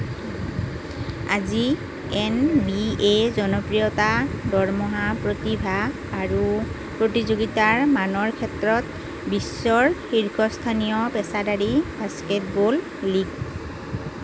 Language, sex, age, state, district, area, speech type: Assamese, female, 45-60, Assam, Nalbari, rural, read